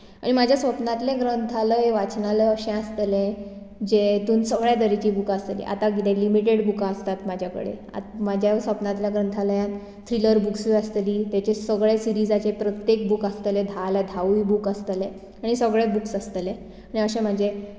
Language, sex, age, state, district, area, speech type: Goan Konkani, female, 18-30, Goa, Bardez, urban, spontaneous